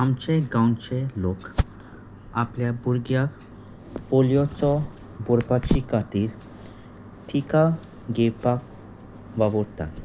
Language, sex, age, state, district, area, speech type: Goan Konkani, male, 30-45, Goa, Salcete, rural, spontaneous